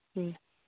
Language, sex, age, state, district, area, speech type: Santali, female, 30-45, West Bengal, Paschim Bardhaman, urban, conversation